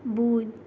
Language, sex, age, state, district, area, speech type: Kashmiri, female, 45-60, Jammu and Kashmir, Srinagar, urban, read